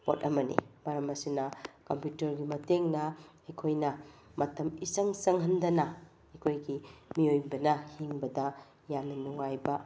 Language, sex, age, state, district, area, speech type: Manipuri, female, 45-60, Manipur, Bishnupur, urban, spontaneous